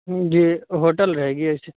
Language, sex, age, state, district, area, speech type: Urdu, male, 18-30, Uttar Pradesh, Saharanpur, urban, conversation